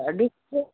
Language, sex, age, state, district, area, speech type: Sindhi, female, 18-30, Delhi, South Delhi, urban, conversation